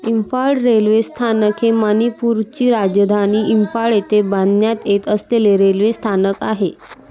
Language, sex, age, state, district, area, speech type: Marathi, female, 18-30, Maharashtra, Wardha, urban, read